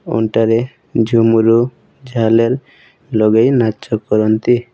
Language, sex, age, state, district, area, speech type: Odia, male, 18-30, Odisha, Boudh, rural, spontaneous